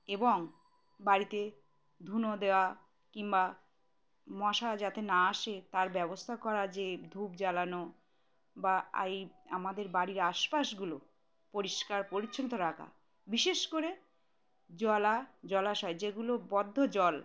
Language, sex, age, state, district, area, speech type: Bengali, female, 30-45, West Bengal, Birbhum, urban, spontaneous